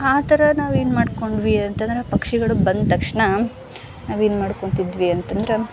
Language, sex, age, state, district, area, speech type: Kannada, female, 18-30, Karnataka, Gadag, rural, spontaneous